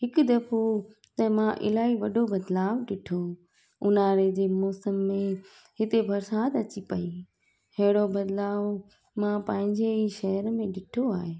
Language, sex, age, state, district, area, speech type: Sindhi, female, 30-45, Gujarat, Junagadh, rural, spontaneous